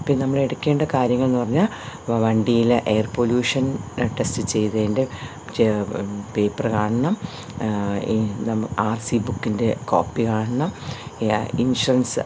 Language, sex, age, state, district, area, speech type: Malayalam, female, 45-60, Kerala, Thiruvananthapuram, urban, spontaneous